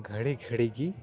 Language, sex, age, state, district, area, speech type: Santali, male, 18-30, West Bengal, Purba Bardhaman, rural, spontaneous